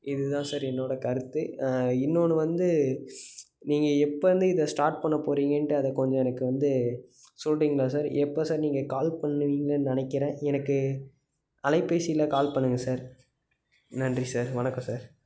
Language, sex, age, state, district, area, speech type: Tamil, male, 18-30, Tamil Nadu, Tiruppur, urban, spontaneous